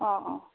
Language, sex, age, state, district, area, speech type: Assamese, female, 30-45, Assam, Golaghat, urban, conversation